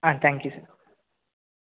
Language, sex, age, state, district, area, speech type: Tamil, male, 18-30, Tamil Nadu, Chennai, urban, conversation